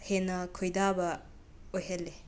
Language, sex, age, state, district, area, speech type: Manipuri, other, 45-60, Manipur, Imphal West, urban, spontaneous